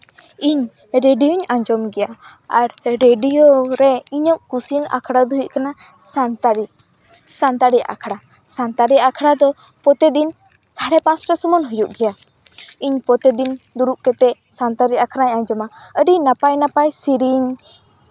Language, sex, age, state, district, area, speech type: Santali, female, 18-30, West Bengal, Purba Bardhaman, rural, spontaneous